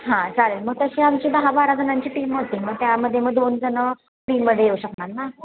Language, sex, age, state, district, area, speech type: Marathi, female, 18-30, Maharashtra, Kolhapur, urban, conversation